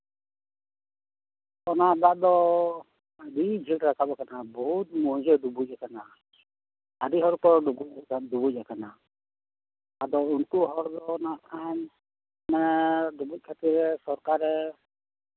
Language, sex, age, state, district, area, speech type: Santali, male, 60+, West Bengal, Bankura, rural, conversation